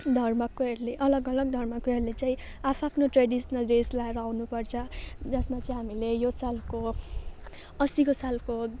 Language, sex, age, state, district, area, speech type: Nepali, female, 18-30, West Bengal, Jalpaiguri, rural, spontaneous